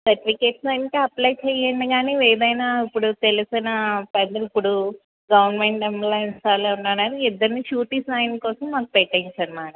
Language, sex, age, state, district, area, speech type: Telugu, female, 30-45, Andhra Pradesh, Anakapalli, urban, conversation